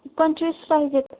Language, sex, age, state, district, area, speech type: Marathi, female, 18-30, Maharashtra, Osmanabad, rural, conversation